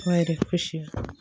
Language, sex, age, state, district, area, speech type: Kashmiri, female, 18-30, Jammu and Kashmir, Ganderbal, rural, spontaneous